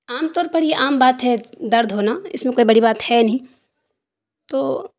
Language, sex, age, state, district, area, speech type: Urdu, female, 30-45, Bihar, Darbhanga, rural, spontaneous